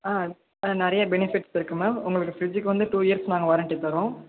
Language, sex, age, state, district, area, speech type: Tamil, male, 18-30, Tamil Nadu, Thanjavur, rural, conversation